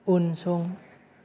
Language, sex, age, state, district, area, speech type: Bodo, male, 30-45, Assam, Kokrajhar, urban, read